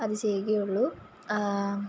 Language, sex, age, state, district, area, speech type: Malayalam, female, 18-30, Kerala, Kollam, rural, spontaneous